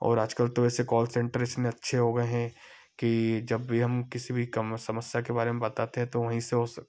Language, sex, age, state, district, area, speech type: Hindi, male, 30-45, Madhya Pradesh, Ujjain, urban, spontaneous